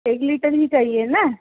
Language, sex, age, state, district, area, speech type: Hindi, female, 30-45, Madhya Pradesh, Seoni, urban, conversation